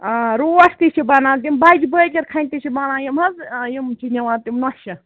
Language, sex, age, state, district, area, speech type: Kashmiri, female, 45-60, Jammu and Kashmir, Ganderbal, rural, conversation